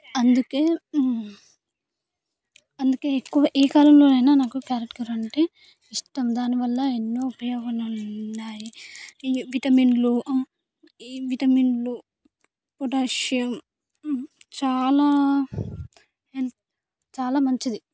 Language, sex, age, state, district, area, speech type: Telugu, female, 18-30, Telangana, Vikarabad, rural, spontaneous